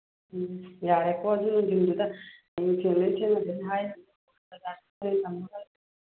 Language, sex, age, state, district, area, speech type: Manipuri, female, 45-60, Manipur, Churachandpur, urban, conversation